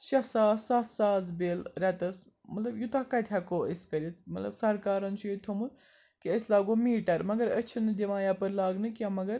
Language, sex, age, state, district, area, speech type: Kashmiri, female, 18-30, Jammu and Kashmir, Srinagar, urban, spontaneous